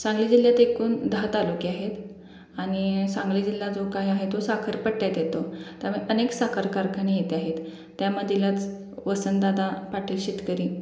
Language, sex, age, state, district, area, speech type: Marathi, female, 18-30, Maharashtra, Sangli, rural, spontaneous